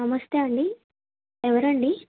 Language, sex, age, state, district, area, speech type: Telugu, female, 18-30, Andhra Pradesh, N T Rama Rao, urban, conversation